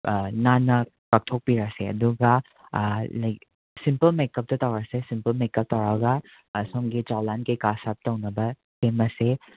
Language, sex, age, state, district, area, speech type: Manipuri, male, 45-60, Manipur, Imphal West, urban, conversation